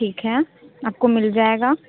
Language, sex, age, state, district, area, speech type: Hindi, female, 30-45, Uttar Pradesh, Mirzapur, rural, conversation